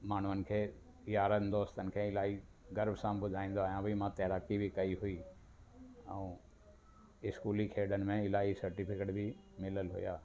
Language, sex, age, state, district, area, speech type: Sindhi, male, 60+, Delhi, South Delhi, urban, spontaneous